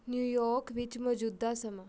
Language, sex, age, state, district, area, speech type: Punjabi, female, 18-30, Punjab, Rupnagar, urban, read